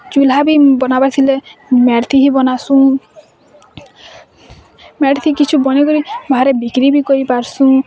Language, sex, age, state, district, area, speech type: Odia, female, 18-30, Odisha, Bargarh, rural, spontaneous